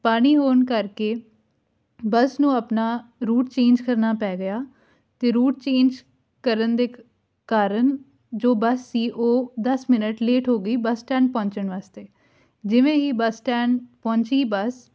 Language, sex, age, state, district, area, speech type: Punjabi, female, 18-30, Punjab, Fatehgarh Sahib, urban, spontaneous